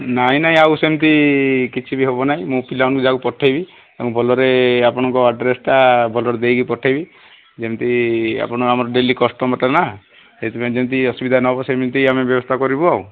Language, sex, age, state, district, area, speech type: Odia, male, 60+, Odisha, Kandhamal, rural, conversation